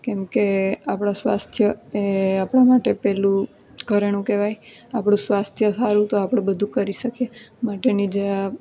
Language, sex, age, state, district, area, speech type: Gujarati, female, 18-30, Gujarat, Junagadh, urban, spontaneous